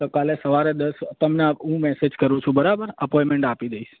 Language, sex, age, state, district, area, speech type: Gujarati, male, 18-30, Gujarat, Ahmedabad, urban, conversation